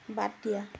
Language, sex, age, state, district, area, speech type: Assamese, female, 45-60, Assam, Dibrugarh, rural, read